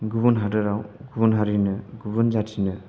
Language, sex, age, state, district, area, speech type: Bodo, male, 18-30, Assam, Chirang, rural, spontaneous